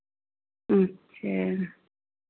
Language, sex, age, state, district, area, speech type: Hindi, female, 45-60, Uttar Pradesh, Pratapgarh, rural, conversation